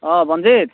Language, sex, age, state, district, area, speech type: Assamese, male, 18-30, Assam, Morigaon, rural, conversation